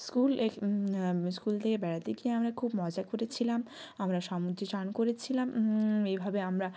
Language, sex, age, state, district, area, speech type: Bengali, female, 18-30, West Bengal, Jalpaiguri, rural, spontaneous